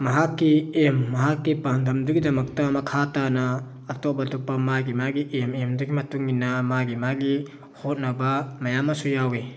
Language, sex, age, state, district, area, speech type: Manipuri, male, 30-45, Manipur, Thoubal, rural, spontaneous